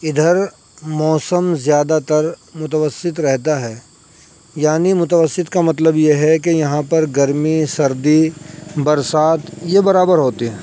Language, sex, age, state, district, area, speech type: Urdu, male, 30-45, Uttar Pradesh, Saharanpur, urban, spontaneous